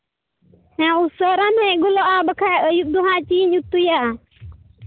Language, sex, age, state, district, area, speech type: Santali, male, 30-45, Jharkhand, Pakur, rural, conversation